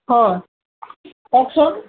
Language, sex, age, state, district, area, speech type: Assamese, female, 60+, Assam, Dhemaji, rural, conversation